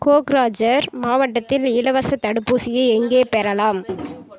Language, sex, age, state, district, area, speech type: Tamil, female, 18-30, Tamil Nadu, Kallakurichi, rural, read